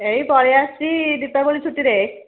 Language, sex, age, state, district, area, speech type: Odia, female, 45-60, Odisha, Angul, rural, conversation